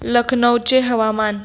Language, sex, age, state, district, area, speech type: Marathi, female, 18-30, Maharashtra, Buldhana, rural, read